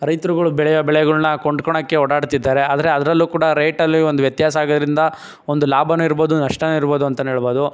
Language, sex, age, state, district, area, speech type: Kannada, male, 60+, Karnataka, Chikkaballapur, rural, spontaneous